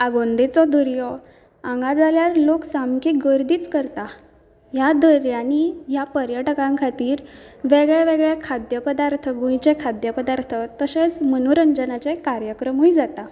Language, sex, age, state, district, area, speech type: Goan Konkani, female, 18-30, Goa, Canacona, rural, spontaneous